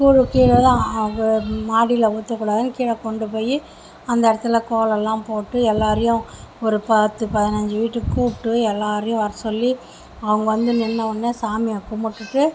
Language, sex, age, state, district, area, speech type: Tamil, female, 60+, Tamil Nadu, Mayiladuthurai, urban, spontaneous